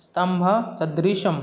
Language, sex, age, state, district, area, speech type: Sanskrit, male, 18-30, Assam, Nagaon, rural, spontaneous